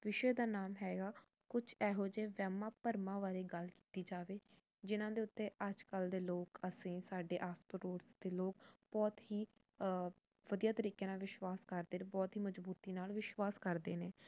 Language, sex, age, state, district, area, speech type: Punjabi, female, 18-30, Punjab, Jalandhar, urban, spontaneous